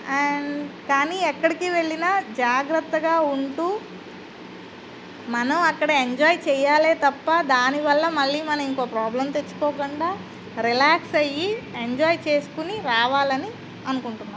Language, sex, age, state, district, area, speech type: Telugu, female, 45-60, Andhra Pradesh, Eluru, urban, spontaneous